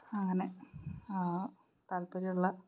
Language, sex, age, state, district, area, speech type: Malayalam, female, 30-45, Kerala, Palakkad, rural, spontaneous